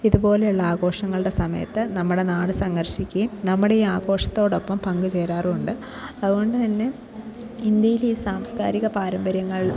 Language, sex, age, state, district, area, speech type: Malayalam, female, 18-30, Kerala, Kasaragod, rural, spontaneous